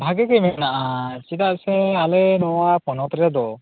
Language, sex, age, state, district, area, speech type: Santali, male, 18-30, West Bengal, Bankura, rural, conversation